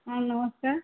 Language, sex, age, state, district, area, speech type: Odia, female, 18-30, Odisha, Subarnapur, urban, conversation